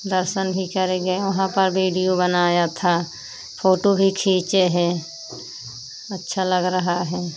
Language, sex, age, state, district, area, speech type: Hindi, female, 30-45, Uttar Pradesh, Pratapgarh, rural, spontaneous